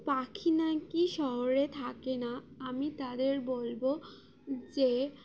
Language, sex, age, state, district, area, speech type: Bengali, female, 18-30, West Bengal, Uttar Dinajpur, urban, spontaneous